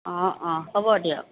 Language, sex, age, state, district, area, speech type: Assamese, female, 45-60, Assam, Dibrugarh, rural, conversation